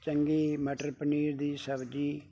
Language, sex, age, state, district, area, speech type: Punjabi, male, 60+, Punjab, Bathinda, rural, spontaneous